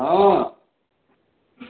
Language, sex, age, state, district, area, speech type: Maithili, male, 45-60, Bihar, Madhubani, urban, conversation